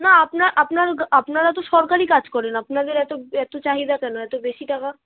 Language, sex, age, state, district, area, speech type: Bengali, female, 18-30, West Bengal, Alipurduar, rural, conversation